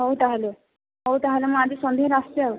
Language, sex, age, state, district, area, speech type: Odia, female, 18-30, Odisha, Kandhamal, rural, conversation